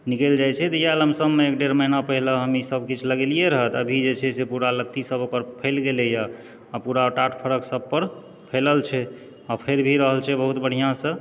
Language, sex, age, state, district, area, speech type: Maithili, male, 30-45, Bihar, Supaul, rural, spontaneous